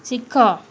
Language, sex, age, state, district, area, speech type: Odia, female, 30-45, Odisha, Rayagada, rural, read